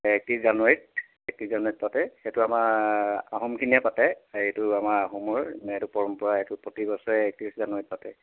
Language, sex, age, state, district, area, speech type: Assamese, male, 60+, Assam, Dibrugarh, rural, conversation